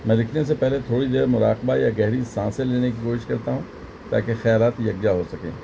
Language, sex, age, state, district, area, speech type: Urdu, male, 60+, Delhi, Central Delhi, urban, spontaneous